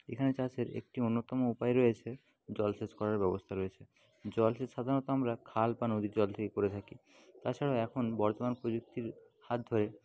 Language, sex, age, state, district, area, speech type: Bengali, male, 18-30, West Bengal, Jhargram, rural, spontaneous